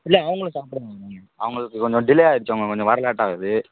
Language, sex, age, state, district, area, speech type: Tamil, male, 18-30, Tamil Nadu, Virudhunagar, urban, conversation